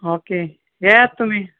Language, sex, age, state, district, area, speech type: Goan Konkani, male, 45-60, Goa, Ponda, rural, conversation